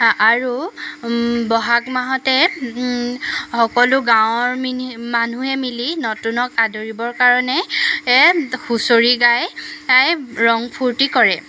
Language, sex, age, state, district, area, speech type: Assamese, female, 30-45, Assam, Jorhat, urban, spontaneous